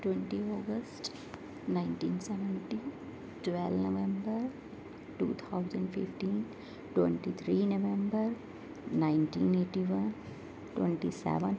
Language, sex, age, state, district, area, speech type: Urdu, female, 30-45, Delhi, Central Delhi, urban, spontaneous